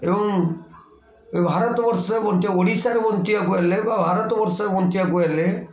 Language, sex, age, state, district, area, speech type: Odia, male, 45-60, Odisha, Kendrapara, urban, spontaneous